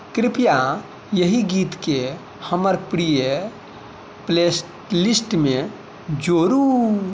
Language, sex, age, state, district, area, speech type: Maithili, male, 30-45, Bihar, Madhubani, rural, read